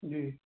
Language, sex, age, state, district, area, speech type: Hindi, male, 30-45, Uttar Pradesh, Sitapur, rural, conversation